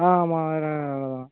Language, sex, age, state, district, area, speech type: Tamil, male, 18-30, Tamil Nadu, Thoothukudi, rural, conversation